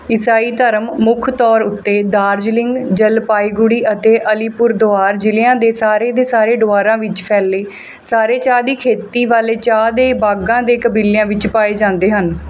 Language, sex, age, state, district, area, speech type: Punjabi, female, 30-45, Punjab, Mohali, rural, read